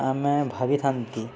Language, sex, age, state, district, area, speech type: Odia, male, 30-45, Odisha, Balangir, urban, spontaneous